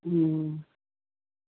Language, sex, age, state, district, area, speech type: Bengali, female, 45-60, West Bengal, Purba Bardhaman, urban, conversation